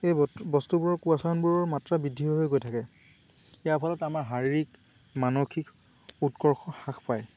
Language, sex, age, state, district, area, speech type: Assamese, male, 18-30, Assam, Lakhimpur, rural, spontaneous